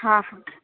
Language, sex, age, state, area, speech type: Gujarati, female, 30-45, Gujarat, urban, conversation